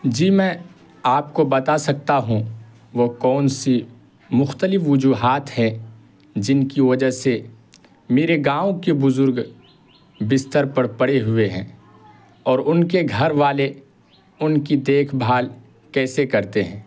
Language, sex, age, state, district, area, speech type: Urdu, male, 18-30, Bihar, Purnia, rural, spontaneous